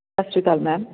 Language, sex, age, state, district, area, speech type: Punjabi, female, 30-45, Punjab, Jalandhar, urban, conversation